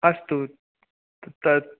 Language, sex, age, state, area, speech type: Sanskrit, male, 18-30, Jharkhand, urban, conversation